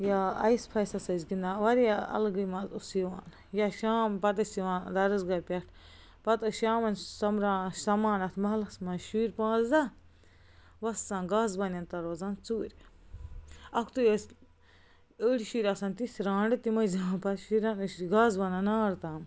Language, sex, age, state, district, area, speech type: Kashmiri, female, 18-30, Jammu and Kashmir, Baramulla, rural, spontaneous